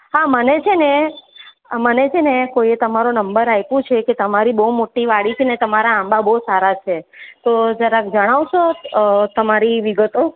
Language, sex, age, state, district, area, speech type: Gujarati, female, 45-60, Gujarat, Surat, urban, conversation